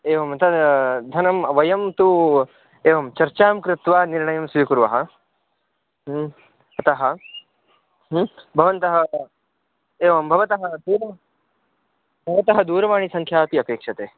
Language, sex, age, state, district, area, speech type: Sanskrit, male, 18-30, Karnataka, Uttara Kannada, rural, conversation